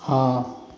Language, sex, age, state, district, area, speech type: Hindi, male, 30-45, Bihar, Samastipur, rural, read